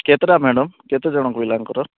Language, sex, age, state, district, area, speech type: Odia, male, 30-45, Odisha, Rayagada, rural, conversation